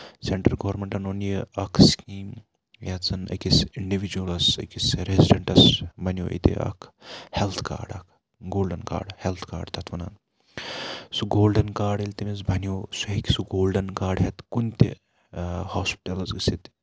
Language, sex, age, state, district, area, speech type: Kashmiri, male, 30-45, Jammu and Kashmir, Srinagar, urban, spontaneous